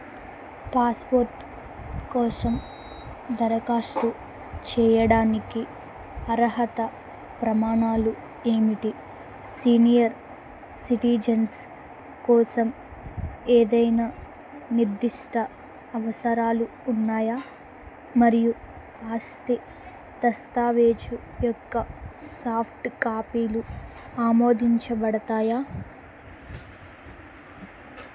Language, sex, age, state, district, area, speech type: Telugu, female, 18-30, Andhra Pradesh, Eluru, rural, read